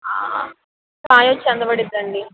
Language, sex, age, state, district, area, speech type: Telugu, female, 18-30, Andhra Pradesh, N T Rama Rao, urban, conversation